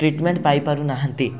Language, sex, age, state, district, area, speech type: Odia, male, 18-30, Odisha, Rayagada, urban, spontaneous